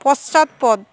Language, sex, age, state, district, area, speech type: Bengali, female, 18-30, West Bengal, Paschim Medinipur, rural, read